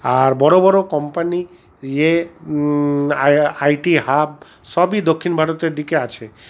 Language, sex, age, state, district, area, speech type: Bengali, male, 45-60, West Bengal, Paschim Bardhaman, urban, spontaneous